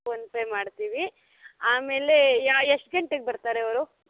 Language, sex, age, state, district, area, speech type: Kannada, female, 18-30, Karnataka, Bangalore Rural, rural, conversation